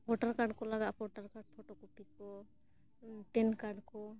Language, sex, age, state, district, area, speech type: Santali, female, 30-45, Jharkhand, Bokaro, rural, spontaneous